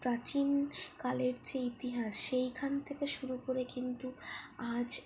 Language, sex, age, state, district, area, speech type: Bengali, female, 45-60, West Bengal, Purulia, urban, spontaneous